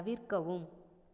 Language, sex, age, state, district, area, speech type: Tamil, female, 30-45, Tamil Nadu, Namakkal, rural, read